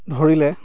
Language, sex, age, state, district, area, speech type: Assamese, male, 30-45, Assam, Majuli, urban, spontaneous